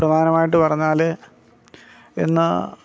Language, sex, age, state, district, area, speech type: Malayalam, male, 45-60, Kerala, Alappuzha, rural, spontaneous